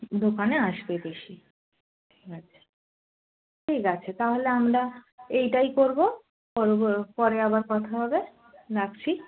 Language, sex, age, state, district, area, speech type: Bengali, female, 18-30, West Bengal, Darjeeling, rural, conversation